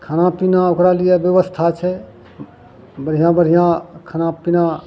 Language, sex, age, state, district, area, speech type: Maithili, male, 45-60, Bihar, Madhepura, rural, spontaneous